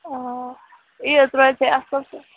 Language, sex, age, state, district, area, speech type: Kashmiri, female, 18-30, Jammu and Kashmir, Bandipora, rural, conversation